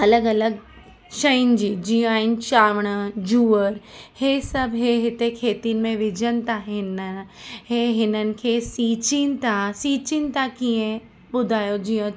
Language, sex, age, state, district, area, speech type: Sindhi, female, 30-45, Maharashtra, Mumbai Suburban, urban, spontaneous